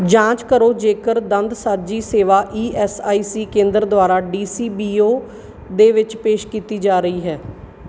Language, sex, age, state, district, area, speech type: Punjabi, female, 30-45, Punjab, Bathinda, urban, read